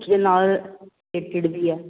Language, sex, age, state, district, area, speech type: Punjabi, female, 45-60, Punjab, Jalandhar, rural, conversation